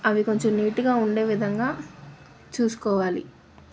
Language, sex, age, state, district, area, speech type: Telugu, female, 30-45, Andhra Pradesh, Nellore, urban, spontaneous